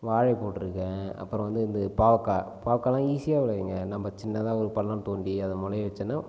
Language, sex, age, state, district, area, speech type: Tamil, male, 30-45, Tamil Nadu, Cuddalore, rural, spontaneous